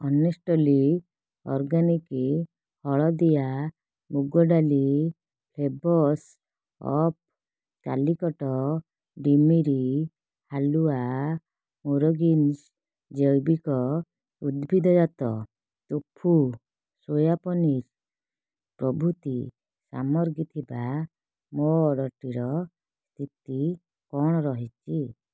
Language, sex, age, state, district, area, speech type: Odia, female, 30-45, Odisha, Kalahandi, rural, read